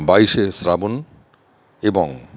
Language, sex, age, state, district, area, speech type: Bengali, male, 45-60, West Bengal, Paschim Bardhaman, urban, spontaneous